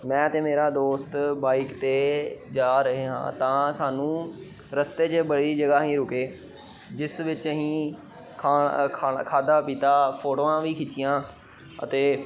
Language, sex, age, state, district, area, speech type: Punjabi, male, 18-30, Punjab, Pathankot, urban, spontaneous